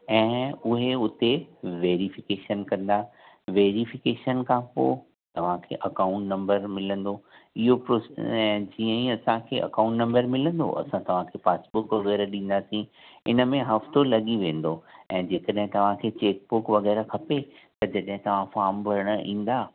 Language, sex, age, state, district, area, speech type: Sindhi, male, 60+, Maharashtra, Mumbai Suburban, urban, conversation